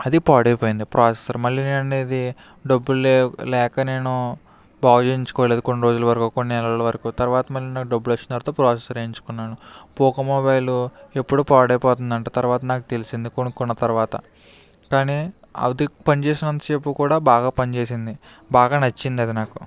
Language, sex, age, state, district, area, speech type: Telugu, male, 45-60, Andhra Pradesh, East Godavari, urban, spontaneous